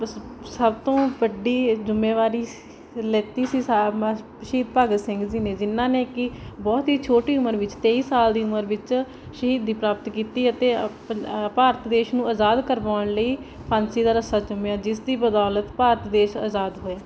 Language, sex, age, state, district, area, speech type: Punjabi, female, 18-30, Punjab, Barnala, rural, spontaneous